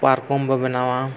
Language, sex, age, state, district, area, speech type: Santali, male, 30-45, Jharkhand, East Singhbhum, rural, spontaneous